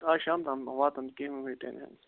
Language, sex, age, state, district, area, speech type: Kashmiri, male, 45-60, Jammu and Kashmir, Bandipora, rural, conversation